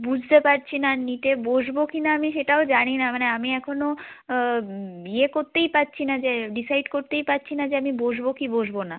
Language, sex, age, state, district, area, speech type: Bengali, female, 18-30, West Bengal, North 24 Parganas, rural, conversation